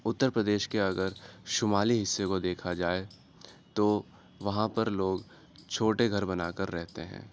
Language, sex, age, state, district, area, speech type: Urdu, male, 30-45, Uttar Pradesh, Aligarh, urban, spontaneous